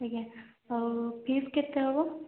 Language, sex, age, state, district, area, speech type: Odia, female, 18-30, Odisha, Puri, urban, conversation